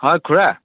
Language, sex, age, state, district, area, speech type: Assamese, male, 30-45, Assam, Kamrup Metropolitan, urban, conversation